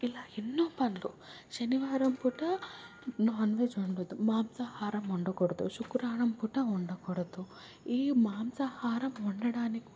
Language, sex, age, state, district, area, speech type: Telugu, female, 18-30, Telangana, Hyderabad, urban, spontaneous